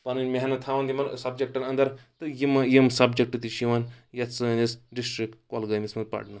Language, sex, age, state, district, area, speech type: Kashmiri, male, 45-60, Jammu and Kashmir, Kulgam, urban, spontaneous